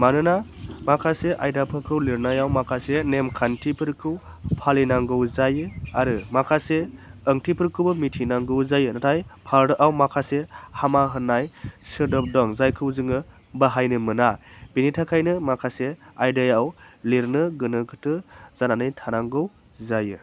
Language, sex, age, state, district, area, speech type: Bodo, male, 18-30, Assam, Baksa, rural, spontaneous